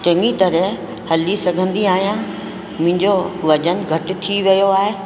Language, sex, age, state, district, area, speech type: Sindhi, female, 60+, Rajasthan, Ajmer, urban, spontaneous